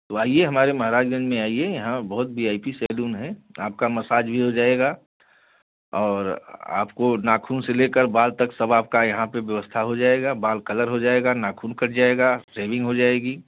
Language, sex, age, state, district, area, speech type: Hindi, male, 45-60, Uttar Pradesh, Bhadohi, urban, conversation